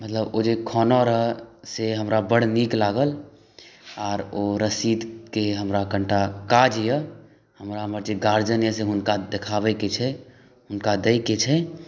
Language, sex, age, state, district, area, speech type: Maithili, male, 18-30, Bihar, Saharsa, rural, spontaneous